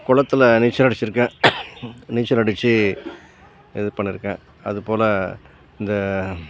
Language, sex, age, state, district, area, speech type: Tamil, male, 60+, Tamil Nadu, Nagapattinam, rural, spontaneous